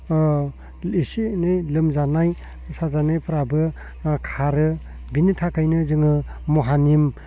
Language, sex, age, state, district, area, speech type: Bodo, male, 30-45, Assam, Baksa, rural, spontaneous